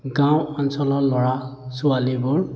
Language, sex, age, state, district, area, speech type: Assamese, male, 30-45, Assam, Sonitpur, rural, spontaneous